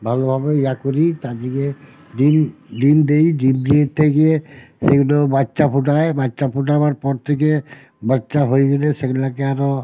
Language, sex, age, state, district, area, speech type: Bengali, male, 45-60, West Bengal, Uttar Dinajpur, rural, spontaneous